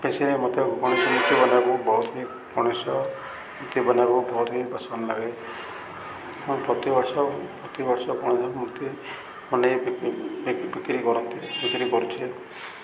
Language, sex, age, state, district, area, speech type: Odia, male, 45-60, Odisha, Ganjam, urban, spontaneous